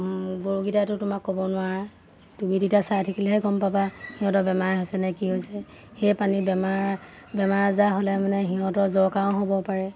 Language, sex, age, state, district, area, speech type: Assamese, female, 30-45, Assam, Golaghat, rural, spontaneous